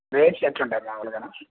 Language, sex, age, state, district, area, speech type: Telugu, male, 60+, Andhra Pradesh, Sri Satya Sai, urban, conversation